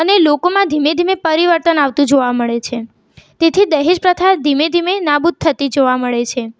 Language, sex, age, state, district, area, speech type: Gujarati, female, 18-30, Gujarat, Mehsana, rural, spontaneous